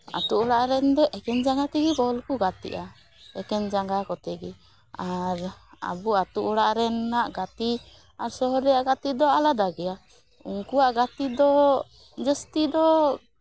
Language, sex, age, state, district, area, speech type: Santali, female, 18-30, West Bengal, Malda, rural, spontaneous